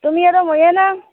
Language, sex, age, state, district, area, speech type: Assamese, female, 18-30, Assam, Barpeta, rural, conversation